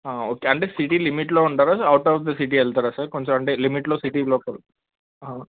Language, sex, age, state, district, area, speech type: Telugu, male, 18-30, Telangana, Hyderabad, urban, conversation